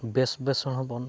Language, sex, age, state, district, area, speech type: Santali, male, 45-60, Odisha, Mayurbhanj, rural, spontaneous